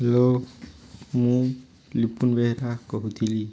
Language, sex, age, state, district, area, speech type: Odia, male, 18-30, Odisha, Nuapada, urban, spontaneous